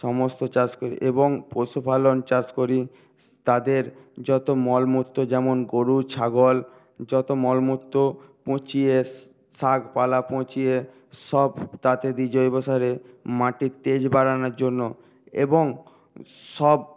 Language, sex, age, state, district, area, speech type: Bengali, male, 18-30, West Bengal, Paschim Medinipur, urban, spontaneous